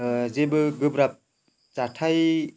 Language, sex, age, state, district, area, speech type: Bodo, male, 18-30, Assam, Kokrajhar, rural, spontaneous